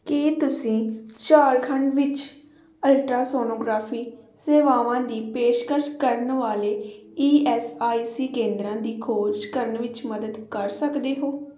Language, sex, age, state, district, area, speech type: Punjabi, female, 18-30, Punjab, Gurdaspur, rural, read